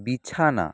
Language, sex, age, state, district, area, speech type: Bengali, male, 30-45, West Bengal, Nadia, rural, read